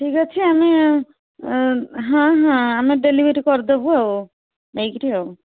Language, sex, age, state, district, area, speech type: Odia, female, 60+, Odisha, Gajapati, rural, conversation